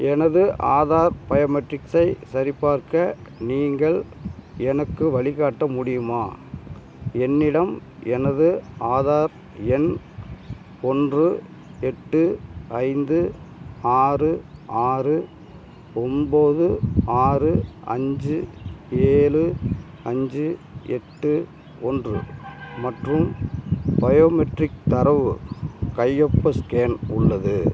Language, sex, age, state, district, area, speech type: Tamil, male, 45-60, Tamil Nadu, Madurai, rural, read